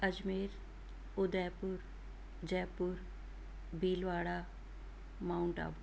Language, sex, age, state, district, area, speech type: Sindhi, female, 60+, Rajasthan, Ajmer, urban, spontaneous